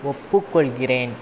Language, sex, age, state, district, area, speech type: Tamil, male, 30-45, Tamil Nadu, Thanjavur, urban, read